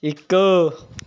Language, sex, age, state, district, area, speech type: Punjabi, male, 18-30, Punjab, Mohali, rural, read